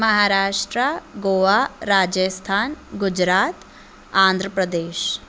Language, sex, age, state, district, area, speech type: Sindhi, female, 18-30, Maharashtra, Thane, urban, spontaneous